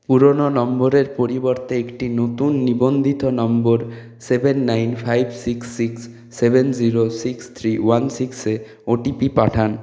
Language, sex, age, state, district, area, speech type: Bengali, male, 45-60, West Bengal, Purulia, urban, read